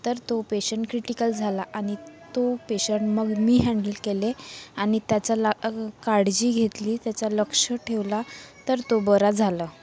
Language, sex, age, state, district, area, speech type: Marathi, female, 45-60, Maharashtra, Nagpur, urban, spontaneous